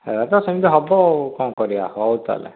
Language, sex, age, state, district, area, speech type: Odia, male, 30-45, Odisha, Dhenkanal, rural, conversation